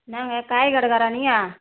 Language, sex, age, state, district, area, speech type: Tamil, female, 45-60, Tamil Nadu, Tiruvannamalai, rural, conversation